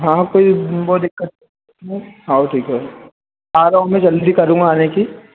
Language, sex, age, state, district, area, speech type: Hindi, male, 18-30, Madhya Pradesh, Harda, urban, conversation